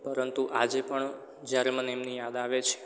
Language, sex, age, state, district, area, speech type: Gujarati, male, 18-30, Gujarat, Surat, rural, spontaneous